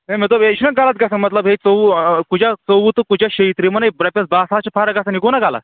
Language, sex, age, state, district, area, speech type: Kashmiri, male, 18-30, Jammu and Kashmir, Kulgam, rural, conversation